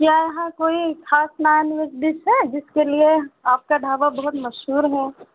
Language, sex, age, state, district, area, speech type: Urdu, female, 30-45, Uttar Pradesh, Balrampur, rural, conversation